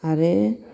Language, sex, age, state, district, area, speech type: Bodo, female, 45-60, Assam, Kokrajhar, urban, spontaneous